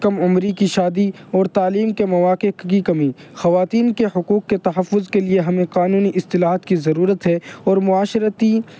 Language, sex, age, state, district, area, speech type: Urdu, male, 30-45, Uttar Pradesh, Muzaffarnagar, urban, spontaneous